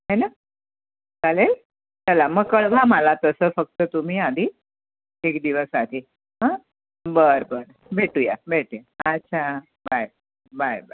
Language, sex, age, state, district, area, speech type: Marathi, female, 60+, Maharashtra, Thane, urban, conversation